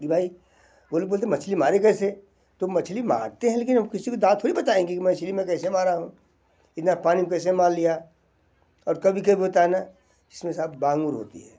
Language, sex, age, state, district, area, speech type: Hindi, male, 60+, Uttar Pradesh, Bhadohi, rural, spontaneous